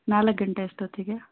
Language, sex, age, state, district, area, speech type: Kannada, female, 18-30, Karnataka, Davanagere, rural, conversation